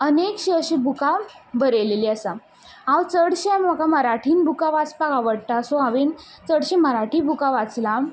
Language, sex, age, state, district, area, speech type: Goan Konkani, female, 18-30, Goa, Quepem, rural, spontaneous